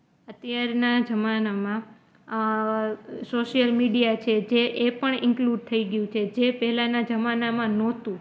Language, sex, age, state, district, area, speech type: Gujarati, female, 18-30, Gujarat, Junagadh, rural, spontaneous